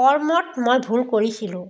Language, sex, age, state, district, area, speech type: Assamese, female, 45-60, Assam, Biswanath, rural, spontaneous